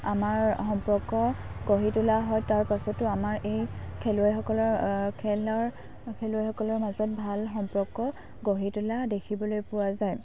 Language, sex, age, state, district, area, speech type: Assamese, female, 18-30, Assam, Dibrugarh, rural, spontaneous